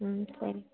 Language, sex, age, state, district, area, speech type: Tamil, female, 18-30, Tamil Nadu, Nilgiris, rural, conversation